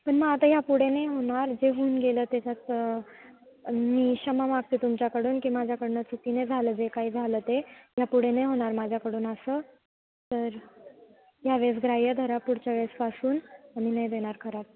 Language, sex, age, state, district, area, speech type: Marathi, female, 18-30, Maharashtra, Nashik, urban, conversation